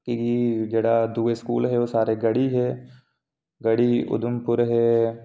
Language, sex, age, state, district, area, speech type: Dogri, male, 18-30, Jammu and Kashmir, Reasi, urban, spontaneous